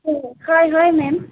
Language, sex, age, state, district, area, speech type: Assamese, female, 60+, Assam, Nagaon, rural, conversation